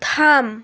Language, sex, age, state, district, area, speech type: Bengali, female, 30-45, West Bengal, Hooghly, urban, read